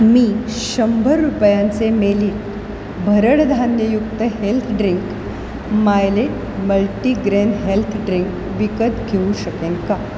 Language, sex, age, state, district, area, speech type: Marathi, female, 45-60, Maharashtra, Mumbai Suburban, urban, read